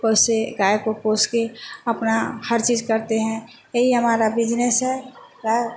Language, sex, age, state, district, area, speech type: Hindi, female, 60+, Bihar, Vaishali, urban, spontaneous